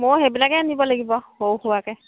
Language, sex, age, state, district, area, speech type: Assamese, female, 30-45, Assam, Sivasagar, rural, conversation